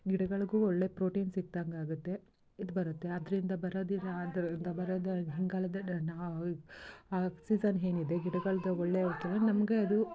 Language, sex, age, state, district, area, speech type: Kannada, female, 30-45, Karnataka, Mysore, rural, spontaneous